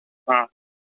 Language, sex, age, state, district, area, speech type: Tamil, male, 30-45, Tamil Nadu, Perambalur, rural, conversation